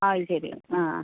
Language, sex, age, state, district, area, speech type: Malayalam, female, 60+, Kerala, Alappuzha, rural, conversation